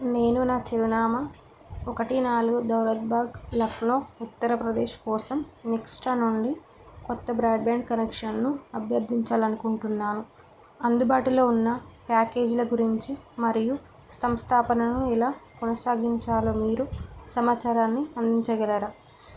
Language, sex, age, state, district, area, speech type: Telugu, female, 30-45, Telangana, Karimnagar, rural, read